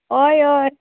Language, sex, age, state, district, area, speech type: Goan Konkani, female, 18-30, Goa, Ponda, rural, conversation